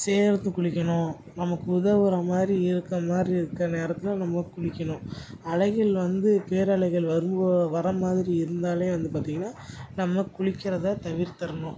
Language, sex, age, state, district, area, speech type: Tamil, male, 18-30, Tamil Nadu, Tiruchirappalli, rural, spontaneous